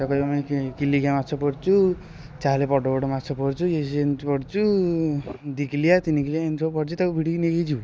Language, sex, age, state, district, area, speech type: Odia, male, 18-30, Odisha, Puri, urban, spontaneous